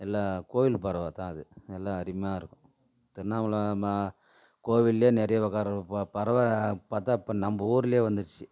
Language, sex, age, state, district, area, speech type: Tamil, male, 45-60, Tamil Nadu, Tiruvannamalai, rural, spontaneous